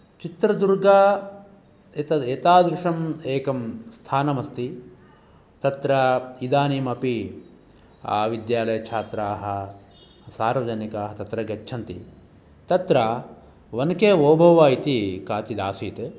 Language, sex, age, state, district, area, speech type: Sanskrit, male, 45-60, Karnataka, Bangalore Urban, urban, spontaneous